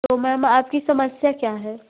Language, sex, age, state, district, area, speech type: Hindi, female, 18-30, Uttar Pradesh, Jaunpur, urban, conversation